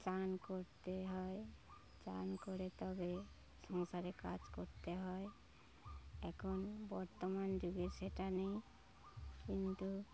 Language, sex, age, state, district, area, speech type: Bengali, female, 60+, West Bengal, Darjeeling, rural, spontaneous